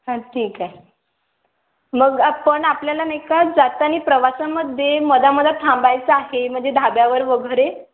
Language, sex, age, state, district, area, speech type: Marathi, female, 18-30, Maharashtra, Wardha, rural, conversation